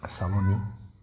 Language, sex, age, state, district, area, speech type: Assamese, male, 45-60, Assam, Nagaon, rural, spontaneous